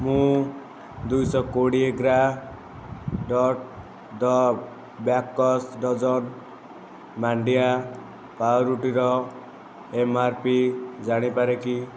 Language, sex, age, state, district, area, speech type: Odia, male, 18-30, Odisha, Nayagarh, rural, read